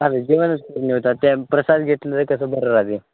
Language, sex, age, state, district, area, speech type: Marathi, male, 18-30, Maharashtra, Nanded, rural, conversation